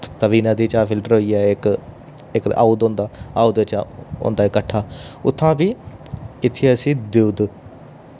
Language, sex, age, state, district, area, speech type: Dogri, male, 30-45, Jammu and Kashmir, Udhampur, urban, spontaneous